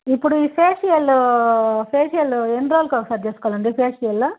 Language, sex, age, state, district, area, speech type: Telugu, female, 30-45, Andhra Pradesh, Chittoor, rural, conversation